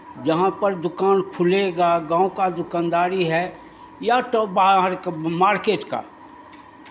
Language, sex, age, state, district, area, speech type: Hindi, male, 60+, Bihar, Begusarai, rural, spontaneous